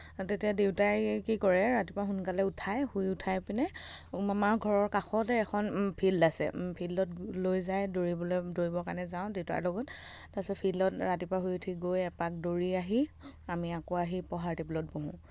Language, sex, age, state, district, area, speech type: Assamese, female, 18-30, Assam, Lakhimpur, rural, spontaneous